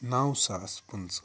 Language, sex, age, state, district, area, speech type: Kashmiri, male, 45-60, Jammu and Kashmir, Ganderbal, rural, spontaneous